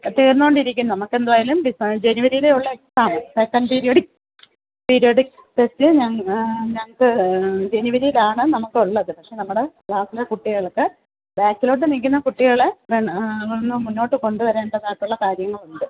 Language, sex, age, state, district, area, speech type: Malayalam, female, 45-60, Kerala, Kollam, rural, conversation